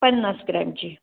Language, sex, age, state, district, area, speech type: Marathi, female, 45-60, Maharashtra, Pune, urban, conversation